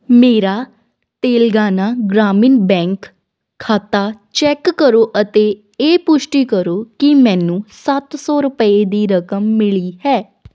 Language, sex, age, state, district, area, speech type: Punjabi, female, 18-30, Punjab, Shaheed Bhagat Singh Nagar, rural, read